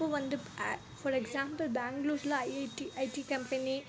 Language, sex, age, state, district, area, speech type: Tamil, female, 18-30, Tamil Nadu, Krishnagiri, rural, spontaneous